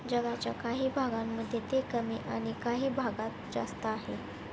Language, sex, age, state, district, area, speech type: Marathi, female, 18-30, Maharashtra, Osmanabad, rural, read